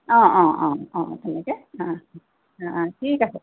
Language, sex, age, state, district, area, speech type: Assamese, female, 45-60, Assam, Tinsukia, rural, conversation